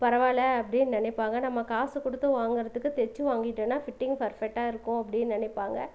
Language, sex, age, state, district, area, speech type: Tamil, female, 30-45, Tamil Nadu, Namakkal, rural, spontaneous